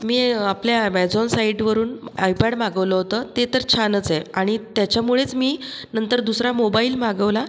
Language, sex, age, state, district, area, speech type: Marathi, female, 45-60, Maharashtra, Buldhana, rural, spontaneous